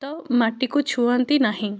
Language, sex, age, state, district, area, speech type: Odia, female, 60+, Odisha, Kandhamal, rural, spontaneous